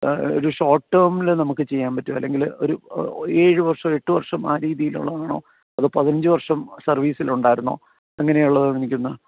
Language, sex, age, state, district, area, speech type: Malayalam, male, 45-60, Kerala, Kottayam, urban, conversation